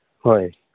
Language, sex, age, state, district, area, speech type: Manipuri, male, 30-45, Manipur, Kakching, rural, conversation